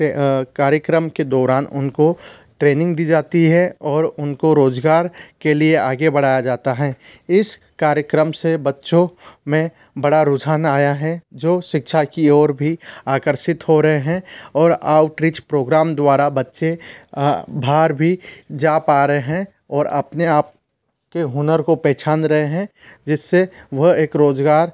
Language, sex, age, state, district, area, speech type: Hindi, male, 45-60, Madhya Pradesh, Bhopal, urban, spontaneous